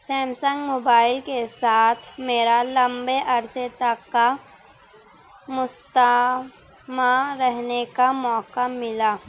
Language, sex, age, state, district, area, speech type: Urdu, female, 18-30, Maharashtra, Nashik, urban, spontaneous